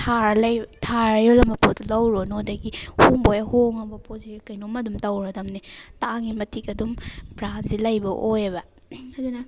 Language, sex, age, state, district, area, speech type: Manipuri, female, 30-45, Manipur, Thoubal, rural, spontaneous